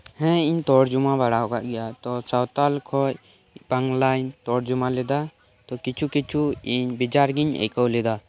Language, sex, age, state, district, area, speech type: Santali, male, 18-30, West Bengal, Birbhum, rural, spontaneous